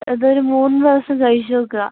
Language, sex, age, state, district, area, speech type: Malayalam, female, 18-30, Kerala, Wayanad, rural, conversation